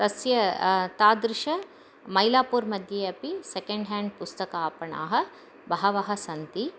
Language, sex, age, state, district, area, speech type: Sanskrit, female, 45-60, Karnataka, Chamarajanagar, rural, spontaneous